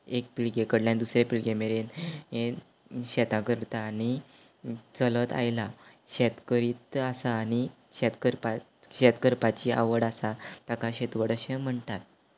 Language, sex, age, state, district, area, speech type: Goan Konkani, male, 18-30, Goa, Quepem, rural, spontaneous